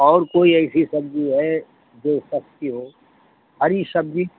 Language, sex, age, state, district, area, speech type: Hindi, male, 60+, Uttar Pradesh, Mau, urban, conversation